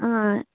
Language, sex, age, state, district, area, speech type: Kannada, female, 18-30, Karnataka, Vijayanagara, rural, conversation